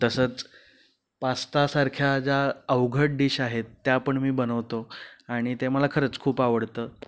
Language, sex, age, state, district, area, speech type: Marathi, male, 30-45, Maharashtra, Pune, urban, spontaneous